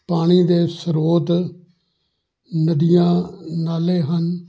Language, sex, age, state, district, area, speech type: Punjabi, male, 60+, Punjab, Amritsar, urban, spontaneous